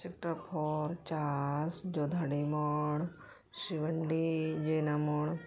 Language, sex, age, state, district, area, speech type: Santali, female, 45-60, Jharkhand, Bokaro, rural, spontaneous